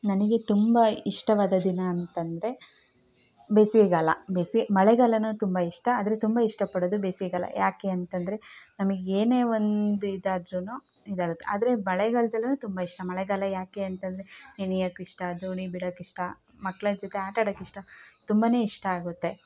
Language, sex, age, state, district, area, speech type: Kannada, female, 30-45, Karnataka, Chikkamagaluru, rural, spontaneous